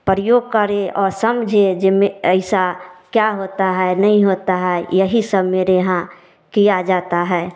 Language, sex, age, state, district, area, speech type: Hindi, female, 30-45, Bihar, Samastipur, rural, spontaneous